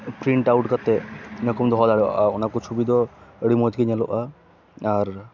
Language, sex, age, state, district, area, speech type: Santali, male, 18-30, West Bengal, Malda, rural, spontaneous